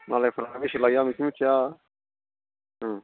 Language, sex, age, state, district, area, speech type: Bodo, male, 45-60, Assam, Udalguri, rural, conversation